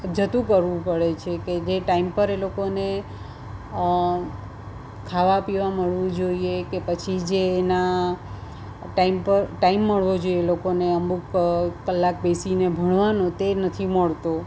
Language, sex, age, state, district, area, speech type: Gujarati, female, 45-60, Gujarat, Surat, urban, spontaneous